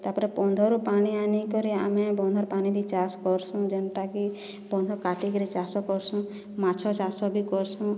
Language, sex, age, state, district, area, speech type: Odia, female, 30-45, Odisha, Boudh, rural, spontaneous